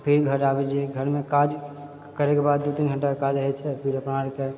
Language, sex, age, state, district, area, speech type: Maithili, male, 30-45, Bihar, Purnia, rural, spontaneous